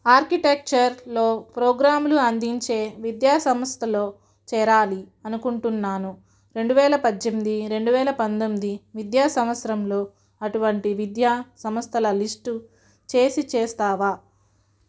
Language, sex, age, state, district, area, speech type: Telugu, female, 45-60, Andhra Pradesh, Guntur, rural, read